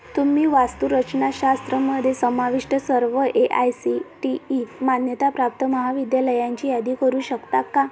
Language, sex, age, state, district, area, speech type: Marathi, female, 18-30, Maharashtra, Amravati, rural, read